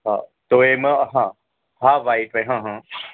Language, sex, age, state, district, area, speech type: Gujarati, male, 30-45, Gujarat, Ahmedabad, urban, conversation